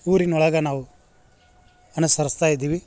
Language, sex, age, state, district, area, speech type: Kannada, male, 45-60, Karnataka, Gadag, rural, spontaneous